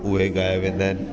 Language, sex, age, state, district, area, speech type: Sindhi, male, 45-60, Delhi, South Delhi, rural, spontaneous